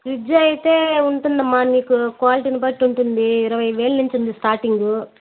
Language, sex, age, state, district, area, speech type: Telugu, female, 30-45, Andhra Pradesh, Nellore, rural, conversation